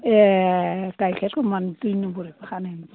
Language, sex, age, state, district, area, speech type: Bodo, female, 60+, Assam, Kokrajhar, rural, conversation